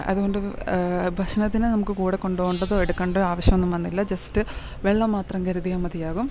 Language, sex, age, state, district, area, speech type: Malayalam, female, 30-45, Kerala, Idukki, rural, spontaneous